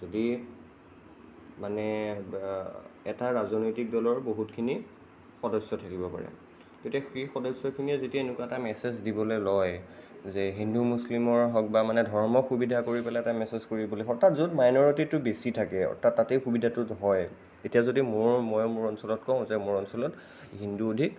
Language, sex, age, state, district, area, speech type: Assamese, male, 45-60, Assam, Nagaon, rural, spontaneous